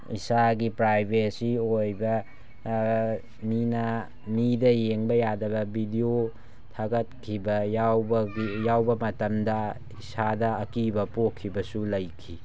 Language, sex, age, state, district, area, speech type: Manipuri, male, 18-30, Manipur, Tengnoupal, rural, spontaneous